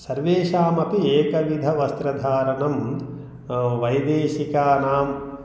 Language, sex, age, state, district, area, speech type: Sanskrit, male, 45-60, Telangana, Mahbubnagar, rural, spontaneous